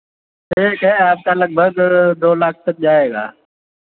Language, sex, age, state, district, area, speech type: Hindi, male, 18-30, Uttar Pradesh, Azamgarh, rural, conversation